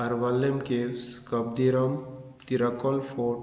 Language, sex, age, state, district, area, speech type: Goan Konkani, male, 45-60, Goa, Murmgao, rural, spontaneous